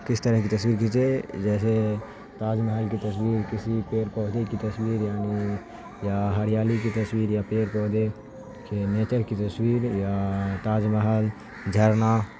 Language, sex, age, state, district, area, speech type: Urdu, male, 18-30, Bihar, Saharsa, urban, spontaneous